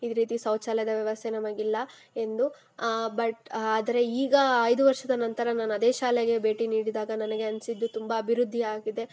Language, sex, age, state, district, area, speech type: Kannada, female, 18-30, Karnataka, Kolar, rural, spontaneous